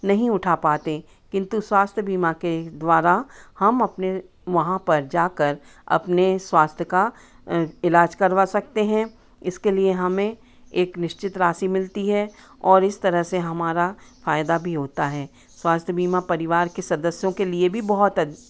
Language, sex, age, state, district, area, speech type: Hindi, female, 60+, Madhya Pradesh, Hoshangabad, urban, spontaneous